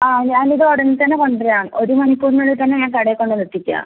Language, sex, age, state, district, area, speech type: Malayalam, female, 18-30, Kerala, Thrissur, urban, conversation